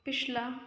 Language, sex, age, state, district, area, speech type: Punjabi, female, 18-30, Punjab, Kapurthala, urban, read